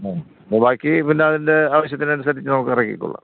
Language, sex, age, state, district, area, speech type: Malayalam, male, 60+, Kerala, Thiruvananthapuram, urban, conversation